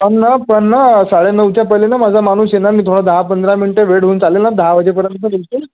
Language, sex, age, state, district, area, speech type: Marathi, male, 18-30, Maharashtra, Nagpur, urban, conversation